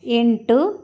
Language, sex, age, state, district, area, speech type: Kannada, female, 30-45, Karnataka, Chikkaballapur, rural, read